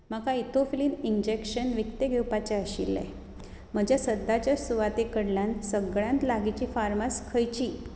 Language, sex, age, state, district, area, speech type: Goan Konkani, female, 45-60, Goa, Bardez, urban, read